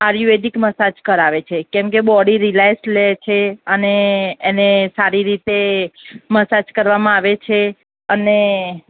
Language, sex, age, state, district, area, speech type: Gujarati, female, 30-45, Gujarat, Ahmedabad, urban, conversation